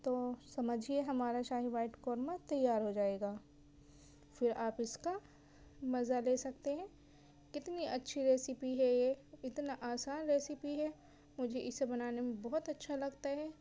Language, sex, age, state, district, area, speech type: Urdu, female, 30-45, Delhi, South Delhi, urban, spontaneous